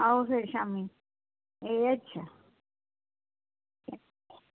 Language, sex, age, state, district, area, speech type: Dogri, female, 60+, Jammu and Kashmir, Kathua, rural, conversation